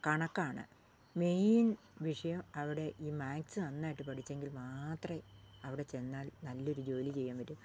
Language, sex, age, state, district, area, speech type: Malayalam, female, 60+, Kerala, Wayanad, rural, spontaneous